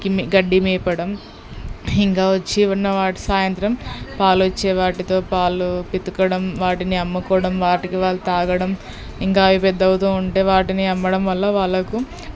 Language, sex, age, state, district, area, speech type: Telugu, female, 18-30, Telangana, Peddapalli, rural, spontaneous